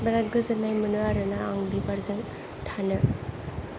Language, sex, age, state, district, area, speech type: Bodo, female, 18-30, Assam, Kokrajhar, rural, spontaneous